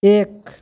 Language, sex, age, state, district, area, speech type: Hindi, male, 30-45, Bihar, Madhepura, rural, read